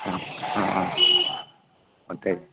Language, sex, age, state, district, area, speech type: Bengali, male, 45-60, West Bengal, Alipurduar, rural, conversation